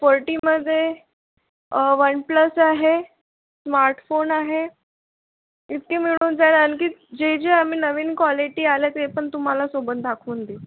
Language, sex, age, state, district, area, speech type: Marathi, female, 18-30, Maharashtra, Yavatmal, urban, conversation